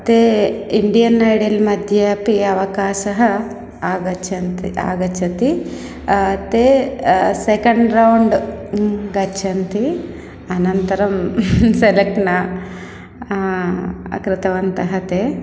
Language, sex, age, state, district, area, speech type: Sanskrit, female, 30-45, Andhra Pradesh, East Godavari, urban, spontaneous